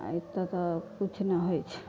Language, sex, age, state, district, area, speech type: Maithili, female, 45-60, Bihar, Madhepura, rural, spontaneous